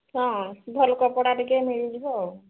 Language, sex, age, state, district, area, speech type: Odia, female, 45-60, Odisha, Sambalpur, rural, conversation